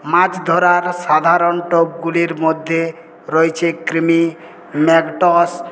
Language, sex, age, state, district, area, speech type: Bengali, male, 60+, West Bengal, Purulia, rural, spontaneous